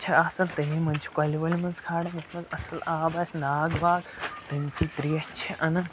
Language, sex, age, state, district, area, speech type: Kashmiri, male, 18-30, Jammu and Kashmir, Pulwama, urban, spontaneous